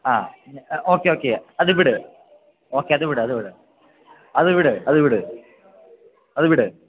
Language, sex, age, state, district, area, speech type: Malayalam, male, 18-30, Kerala, Idukki, rural, conversation